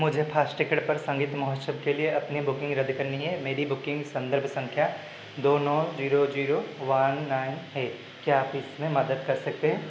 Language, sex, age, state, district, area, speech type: Hindi, male, 18-30, Madhya Pradesh, Seoni, urban, read